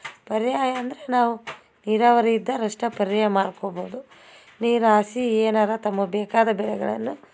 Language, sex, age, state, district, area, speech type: Kannada, female, 45-60, Karnataka, Gadag, rural, spontaneous